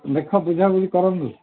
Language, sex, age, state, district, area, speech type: Odia, male, 60+, Odisha, Gajapati, rural, conversation